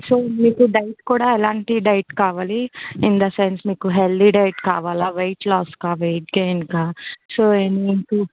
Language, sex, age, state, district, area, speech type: Telugu, female, 18-30, Telangana, Mancherial, rural, conversation